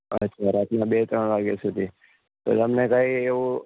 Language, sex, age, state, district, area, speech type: Gujarati, male, 18-30, Gujarat, Ahmedabad, urban, conversation